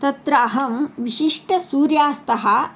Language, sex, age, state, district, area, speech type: Sanskrit, female, 45-60, Karnataka, Belgaum, urban, spontaneous